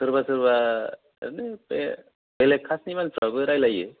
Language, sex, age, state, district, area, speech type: Bodo, male, 30-45, Assam, Kokrajhar, rural, conversation